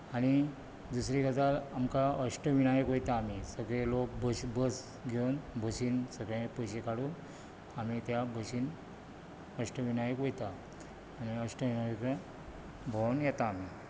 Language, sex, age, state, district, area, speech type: Goan Konkani, male, 45-60, Goa, Bardez, rural, spontaneous